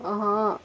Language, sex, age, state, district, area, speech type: Maithili, female, 45-60, Bihar, Araria, rural, spontaneous